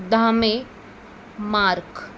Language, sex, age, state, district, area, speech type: Marathi, female, 18-30, Maharashtra, Ratnagiri, urban, spontaneous